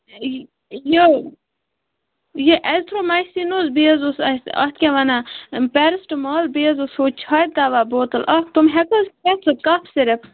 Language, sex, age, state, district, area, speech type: Kashmiri, female, 45-60, Jammu and Kashmir, Kupwara, urban, conversation